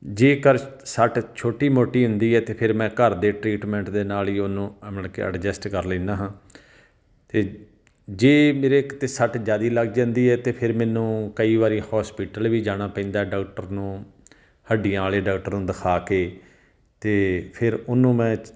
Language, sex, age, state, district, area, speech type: Punjabi, male, 45-60, Punjab, Tarn Taran, rural, spontaneous